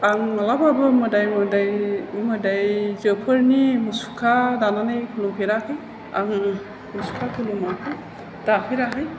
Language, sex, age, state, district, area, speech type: Bodo, female, 45-60, Assam, Chirang, urban, spontaneous